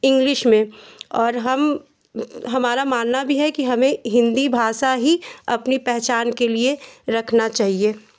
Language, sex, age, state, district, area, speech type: Hindi, female, 30-45, Uttar Pradesh, Chandauli, rural, spontaneous